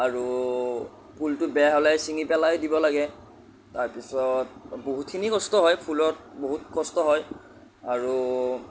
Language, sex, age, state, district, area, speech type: Assamese, female, 60+, Assam, Kamrup Metropolitan, urban, spontaneous